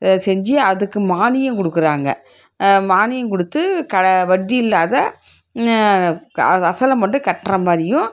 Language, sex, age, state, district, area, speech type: Tamil, female, 60+, Tamil Nadu, Krishnagiri, rural, spontaneous